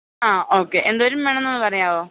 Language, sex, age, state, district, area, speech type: Malayalam, female, 18-30, Kerala, Idukki, rural, conversation